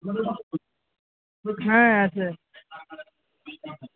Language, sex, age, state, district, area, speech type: Bengali, male, 45-60, West Bengal, Uttar Dinajpur, urban, conversation